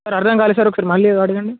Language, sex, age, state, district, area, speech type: Telugu, male, 18-30, Telangana, Bhadradri Kothagudem, urban, conversation